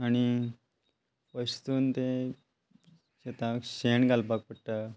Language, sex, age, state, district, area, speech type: Goan Konkani, male, 30-45, Goa, Quepem, rural, spontaneous